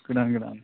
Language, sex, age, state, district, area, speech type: Bodo, male, 18-30, Assam, Kokrajhar, urban, conversation